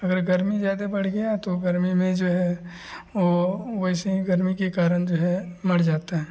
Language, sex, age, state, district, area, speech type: Hindi, male, 18-30, Bihar, Madhepura, rural, spontaneous